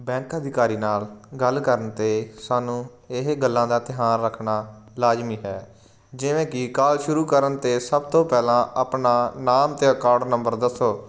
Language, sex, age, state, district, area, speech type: Punjabi, male, 18-30, Punjab, Firozpur, rural, spontaneous